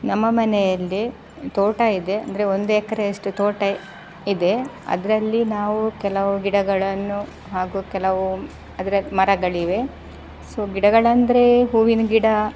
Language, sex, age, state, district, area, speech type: Kannada, female, 30-45, Karnataka, Udupi, rural, spontaneous